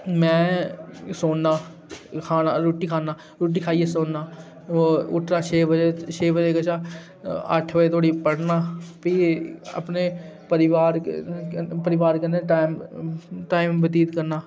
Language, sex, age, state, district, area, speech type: Dogri, male, 18-30, Jammu and Kashmir, Udhampur, urban, spontaneous